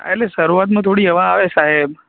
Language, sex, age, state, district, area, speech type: Gujarati, male, 18-30, Gujarat, Anand, urban, conversation